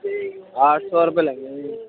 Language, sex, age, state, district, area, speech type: Urdu, male, 60+, Delhi, Central Delhi, rural, conversation